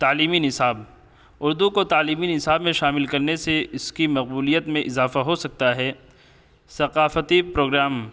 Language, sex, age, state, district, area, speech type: Urdu, male, 18-30, Uttar Pradesh, Saharanpur, urban, spontaneous